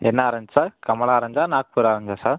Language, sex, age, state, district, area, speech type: Tamil, male, 18-30, Tamil Nadu, Pudukkottai, rural, conversation